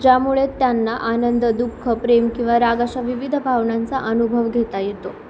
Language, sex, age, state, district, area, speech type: Marathi, female, 18-30, Maharashtra, Nanded, rural, spontaneous